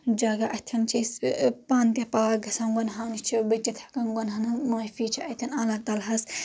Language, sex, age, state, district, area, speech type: Kashmiri, female, 18-30, Jammu and Kashmir, Anantnag, rural, spontaneous